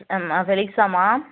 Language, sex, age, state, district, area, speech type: Tamil, female, 18-30, Tamil Nadu, Namakkal, rural, conversation